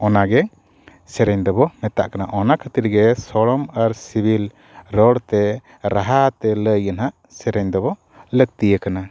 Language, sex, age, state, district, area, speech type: Santali, male, 45-60, Odisha, Mayurbhanj, rural, spontaneous